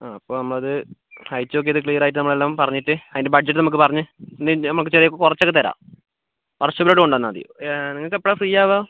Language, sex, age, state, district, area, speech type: Malayalam, male, 18-30, Kerala, Wayanad, rural, conversation